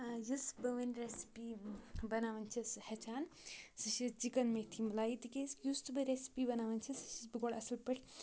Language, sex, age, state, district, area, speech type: Kashmiri, female, 18-30, Jammu and Kashmir, Kupwara, rural, spontaneous